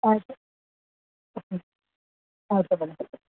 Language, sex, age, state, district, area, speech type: Kannada, female, 45-60, Karnataka, Bellary, urban, conversation